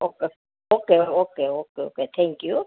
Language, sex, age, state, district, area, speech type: Gujarati, female, 45-60, Gujarat, Junagadh, rural, conversation